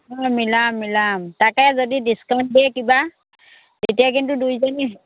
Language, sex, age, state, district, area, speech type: Assamese, female, 60+, Assam, Dhemaji, rural, conversation